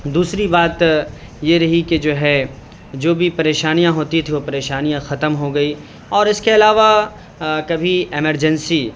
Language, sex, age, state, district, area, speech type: Urdu, male, 30-45, Bihar, Saharsa, urban, spontaneous